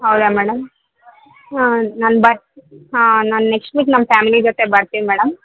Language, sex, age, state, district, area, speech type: Kannada, female, 18-30, Karnataka, Vijayanagara, rural, conversation